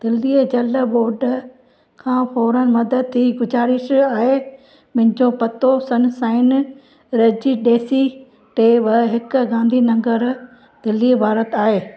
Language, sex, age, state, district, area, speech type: Sindhi, female, 60+, Gujarat, Kutch, rural, read